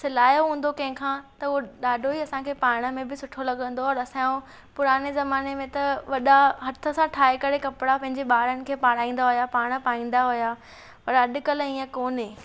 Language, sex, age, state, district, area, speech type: Sindhi, female, 18-30, Maharashtra, Thane, urban, spontaneous